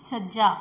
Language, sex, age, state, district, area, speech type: Punjabi, female, 30-45, Punjab, Mansa, urban, read